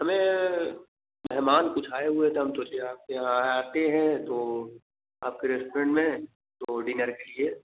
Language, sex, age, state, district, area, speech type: Hindi, male, 18-30, Uttar Pradesh, Bhadohi, rural, conversation